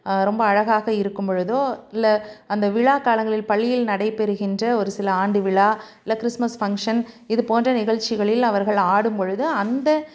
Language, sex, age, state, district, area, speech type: Tamil, female, 45-60, Tamil Nadu, Tiruppur, urban, spontaneous